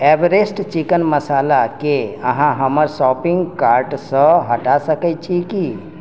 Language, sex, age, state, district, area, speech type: Maithili, male, 60+, Bihar, Sitamarhi, rural, read